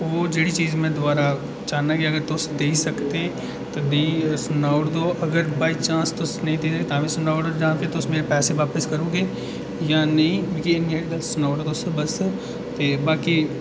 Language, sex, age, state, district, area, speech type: Dogri, male, 18-30, Jammu and Kashmir, Udhampur, urban, spontaneous